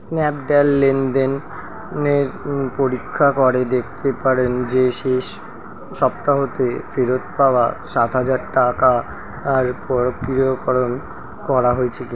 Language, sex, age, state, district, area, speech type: Bengali, male, 30-45, West Bengal, Kolkata, urban, read